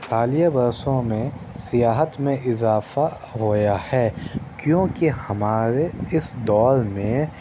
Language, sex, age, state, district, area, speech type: Urdu, male, 30-45, Delhi, Central Delhi, urban, spontaneous